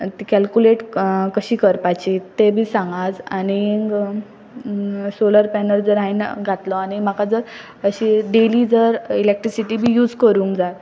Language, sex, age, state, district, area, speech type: Goan Konkani, female, 18-30, Goa, Pernem, rural, spontaneous